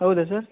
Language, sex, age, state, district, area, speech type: Kannada, male, 18-30, Karnataka, Shimoga, rural, conversation